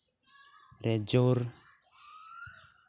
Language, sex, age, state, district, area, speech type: Santali, male, 18-30, West Bengal, Bankura, rural, spontaneous